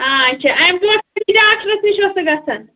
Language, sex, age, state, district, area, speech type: Kashmiri, female, 30-45, Jammu and Kashmir, Anantnag, rural, conversation